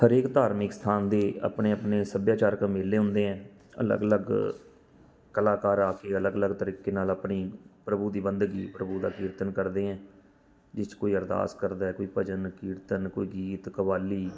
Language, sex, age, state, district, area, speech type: Punjabi, male, 45-60, Punjab, Patiala, urban, spontaneous